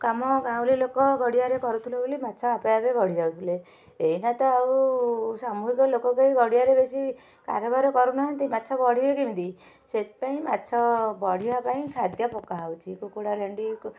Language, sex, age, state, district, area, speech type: Odia, female, 45-60, Odisha, Kendujhar, urban, spontaneous